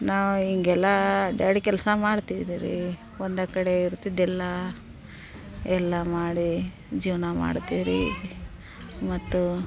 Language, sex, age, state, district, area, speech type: Kannada, female, 30-45, Karnataka, Dharwad, rural, spontaneous